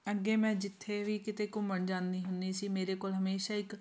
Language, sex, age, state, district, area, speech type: Punjabi, female, 30-45, Punjab, Shaheed Bhagat Singh Nagar, urban, spontaneous